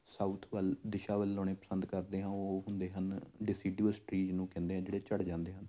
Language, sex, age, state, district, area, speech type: Punjabi, male, 30-45, Punjab, Amritsar, urban, spontaneous